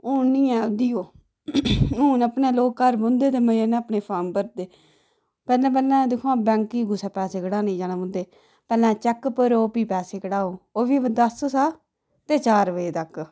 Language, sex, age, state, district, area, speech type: Dogri, female, 30-45, Jammu and Kashmir, Udhampur, rural, spontaneous